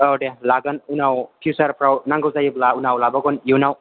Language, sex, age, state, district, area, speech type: Bodo, male, 18-30, Assam, Chirang, rural, conversation